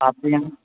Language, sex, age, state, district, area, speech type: Urdu, male, 18-30, Uttar Pradesh, Shahjahanpur, rural, conversation